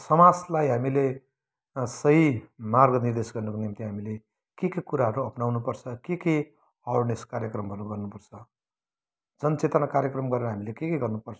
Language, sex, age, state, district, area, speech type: Nepali, male, 45-60, West Bengal, Kalimpong, rural, spontaneous